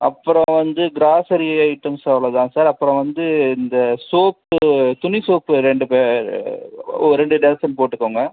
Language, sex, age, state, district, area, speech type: Tamil, male, 45-60, Tamil Nadu, Cuddalore, rural, conversation